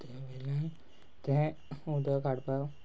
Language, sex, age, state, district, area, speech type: Goan Konkani, male, 18-30, Goa, Quepem, rural, spontaneous